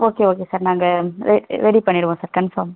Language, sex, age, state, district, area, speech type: Tamil, female, 18-30, Tamil Nadu, Tenkasi, rural, conversation